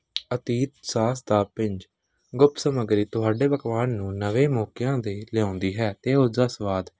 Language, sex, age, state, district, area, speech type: Punjabi, male, 18-30, Punjab, Patiala, urban, spontaneous